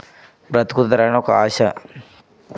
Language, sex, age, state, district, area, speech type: Telugu, male, 18-30, Telangana, Nirmal, rural, spontaneous